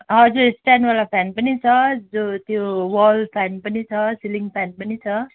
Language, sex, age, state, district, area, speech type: Nepali, female, 30-45, West Bengal, Kalimpong, rural, conversation